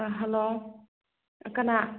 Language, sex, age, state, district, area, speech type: Manipuri, female, 45-60, Manipur, Churachandpur, rural, conversation